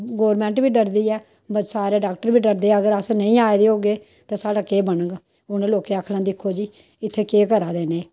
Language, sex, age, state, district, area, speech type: Dogri, female, 45-60, Jammu and Kashmir, Samba, rural, spontaneous